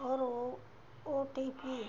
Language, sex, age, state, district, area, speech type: Hindi, female, 60+, Uttar Pradesh, Ayodhya, urban, read